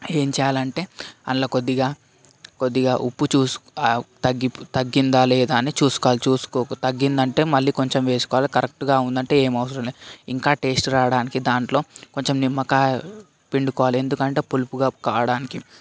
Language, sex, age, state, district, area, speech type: Telugu, male, 18-30, Telangana, Vikarabad, urban, spontaneous